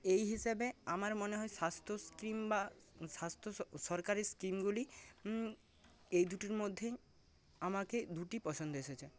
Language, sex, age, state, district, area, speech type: Bengali, male, 30-45, West Bengal, Paschim Medinipur, rural, spontaneous